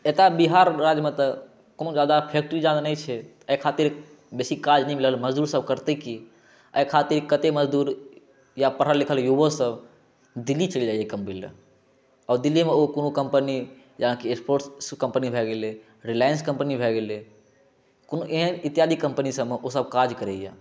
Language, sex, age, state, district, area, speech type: Maithili, male, 18-30, Bihar, Saharsa, rural, spontaneous